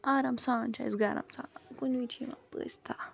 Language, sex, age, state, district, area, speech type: Kashmiri, female, 45-60, Jammu and Kashmir, Ganderbal, rural, spontaneous